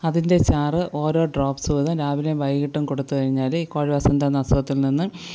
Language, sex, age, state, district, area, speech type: Malayalam, female, 45-60, Kerala, Thiruvananthapuram, urban, spontaneous